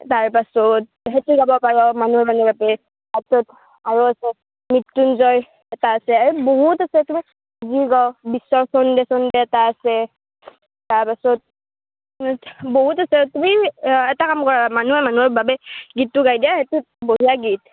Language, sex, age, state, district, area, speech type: Assamese, female, 18-30, Assam, Barpeta, rural, conversation